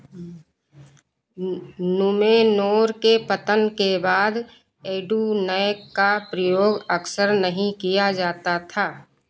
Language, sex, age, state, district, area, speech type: Hindi, female, 45-60, Uttar Pradesh, Lucknow, rural, read